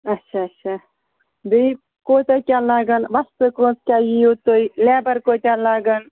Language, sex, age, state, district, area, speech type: Kashmiri, female, 30-45, Jammu and Kashmir, Bandipora, rural, conversation